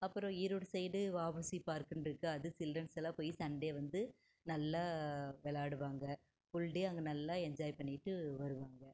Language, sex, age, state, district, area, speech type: Tamil, female, 45-60, Tamil Nadu, Erode, rural, spontaneous